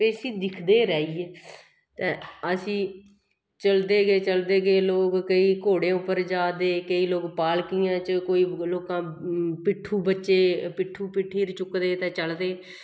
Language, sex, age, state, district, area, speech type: Dogri, female, 30-45, Jammu and Kashmir, Kathua, rural, spontaneous